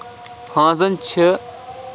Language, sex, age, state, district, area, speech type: Kashmiri, male, 18-30, Jammu and Kashmir, Shopian, rural, spontaneous